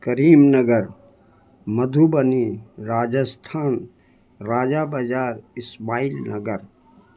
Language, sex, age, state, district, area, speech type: Urdu, male, 60+, Bihar, Gaya, urban, spontaneous